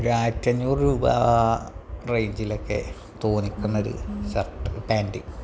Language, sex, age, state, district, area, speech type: Malayalam, male, 30-45, Kerala, Malappuram, rural, spontaneous